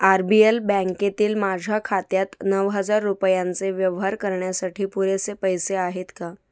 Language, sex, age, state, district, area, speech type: Marathi, female, 18-30, Maharashtra, Mumbai Suburban, rural, read